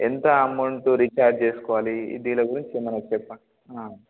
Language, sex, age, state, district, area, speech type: Telugu, male, 18-30, Telangana, Mahabubabad, urban, conversation